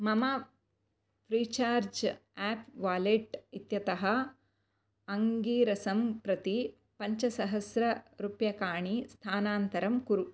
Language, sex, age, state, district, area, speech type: Sanskrit, female, 30-45, Karnataka, Dakshina Kannada, urban, read